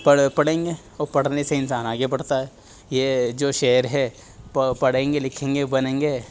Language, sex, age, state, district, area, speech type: Urdu, male, 18-30, Delhi, East Delhi, rural, spontaneous